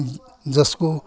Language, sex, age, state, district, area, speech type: Nepali, male, 60+, West Bengal, Kalimpong, rural, spontaneous